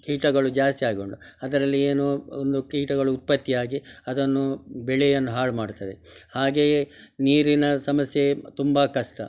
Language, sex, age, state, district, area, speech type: Kannada, male, 60+, Karnataka, Udupi, rural, spontaneous